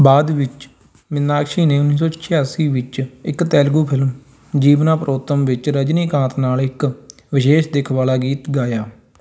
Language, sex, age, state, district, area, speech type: Punjabi, male, 18-30, Punjab, Fatehgarh Sahib, rural, read